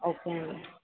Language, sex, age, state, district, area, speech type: Telugu, female, 18-30, Telangana, Nizamabad, urban, conversation